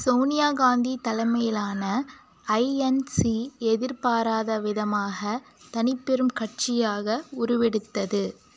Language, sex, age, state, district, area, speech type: Tamil, female, 45-60, Tamil Nadu, Cuddalore, rural, read